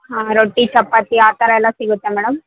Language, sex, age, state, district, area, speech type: Kannada, female, 18-30, Karnataka, Vijayanagara, rural, conversation